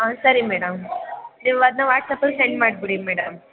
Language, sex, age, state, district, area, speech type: Kannada, female, 18-30, Karnataka, Mysore, urban, conversation